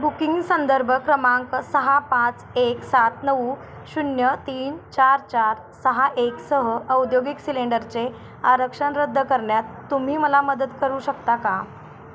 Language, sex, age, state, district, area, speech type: Marathi, female, 30-45, Maharashtra, Kolhapur, rural, read